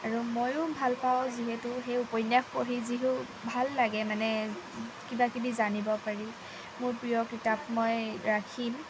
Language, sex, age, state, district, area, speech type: Assamese, female, 18-30, Assam, Sivasagar, rural, spontaneous